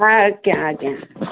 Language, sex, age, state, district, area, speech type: Odia, female, 30-45, Odisha, Ganjam, urban, conversation